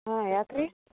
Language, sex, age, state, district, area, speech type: Kannada, female, 60+, Karnataka, Belgaum, rural, conversation